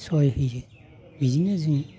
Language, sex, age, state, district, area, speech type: Bodo, male, 45-60, Assam, Baksa, rural, spontaneous